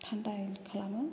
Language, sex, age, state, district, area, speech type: Bodo, female, 30-45, Assam, Kokrajhar, rural, spontaneous